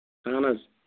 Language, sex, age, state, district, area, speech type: Kashmiri, male, 18-30, Jammu and Kashmir, Shopian, rural, conversation